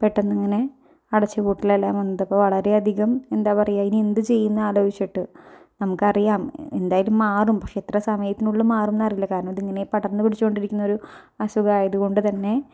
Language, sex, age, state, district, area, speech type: Malayalam, female, 30-45, Kerala, Thrissur, urban, spontaneous